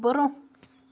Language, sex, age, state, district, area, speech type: Kashmiri, female, 18-30, Jammu and Kashmir, Baramulla, rural, read